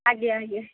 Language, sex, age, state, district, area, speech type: Odia, female, 30-45, Odisha, Dhenkanal, rural, conversation